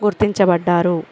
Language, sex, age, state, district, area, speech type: Telugu, female, 30-45, Andhra Pradesh, Kadapa, rural, spontaneous